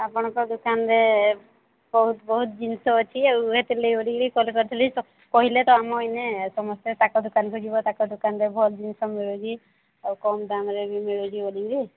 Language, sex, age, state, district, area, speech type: Odia, male, 18-30, Odisha, Sambalpur, rural, conversation